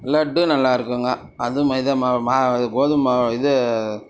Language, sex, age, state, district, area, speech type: Tamil, male, 60+, Tamil Nadu, Dharmapuri, rural, spontaneous